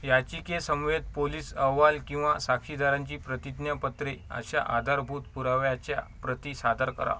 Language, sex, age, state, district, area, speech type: Marathi, male, 18-30, Maharashtra, Washim, rural, read